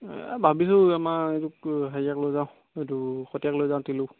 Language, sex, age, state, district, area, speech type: Assamese, male, 18-30, Assam, Charaideo, rural, conversation